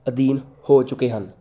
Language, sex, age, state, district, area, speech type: Punjabi, male, 18-30, Punjab, Jalandhar, urban, spontaneous